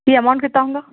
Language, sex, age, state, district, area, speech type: Urdu, male, 30-45, Telangana, Hyderabad, urban, conversation